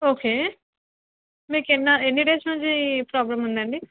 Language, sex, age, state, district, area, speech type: Telugu, female, 18-30, Andhra Pradesh, Kurnool, urban, conversation